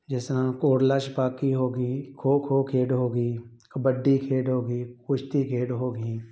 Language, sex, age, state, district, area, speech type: Punjabi, male, 30-45, Punjab, Tarn Taran, rural, spontaneous